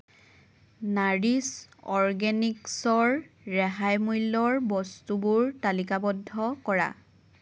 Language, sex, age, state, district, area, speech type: Assamese, female, 18-30, Assam, Lakhimpur, urban, read